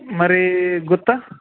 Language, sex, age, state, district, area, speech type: Telugu, male, 30-45, Andhra Pradesh, Kadapa, urban, conversation